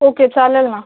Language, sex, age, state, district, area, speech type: Marathi, female, 18-30, Maharashtra, Akola, rural, conversation